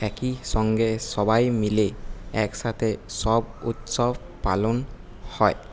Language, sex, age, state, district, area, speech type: Bengali, male, 18-30, West Bengal, Paschim Bardhaman, urban, spontaneous